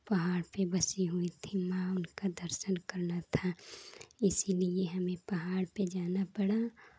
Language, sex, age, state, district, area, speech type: Hindi, female, 18-30, Uttar Pradesh, Chandauli, urban, spontaneous